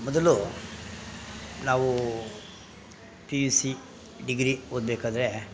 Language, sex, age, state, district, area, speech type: Kannada, male, 45-60, Karnataka, Bangalore Rural, rural, spontaneous